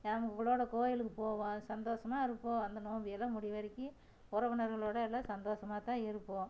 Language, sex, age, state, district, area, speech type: Tamil, female, 60+, Tamil Nadu, Erode, rural, spontaneous